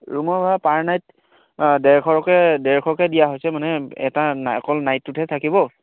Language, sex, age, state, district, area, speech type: Assamese, male, 30-45, Assam, Sivasagar, rural, conversation